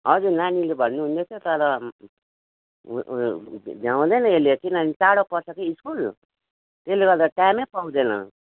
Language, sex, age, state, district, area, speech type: Nepali, female, 45-60, West Bengal, Darjeeling, rural, conversation